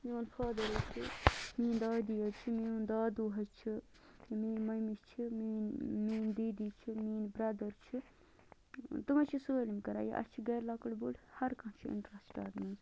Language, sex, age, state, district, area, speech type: Kashmiri, female, 18-30, Jammu and Kashmir, Bandipora, rural, spontaneous